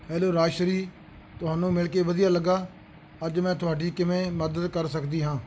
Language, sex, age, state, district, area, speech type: Punjabi, male, 60+, Punjab, Bathinda, urban, read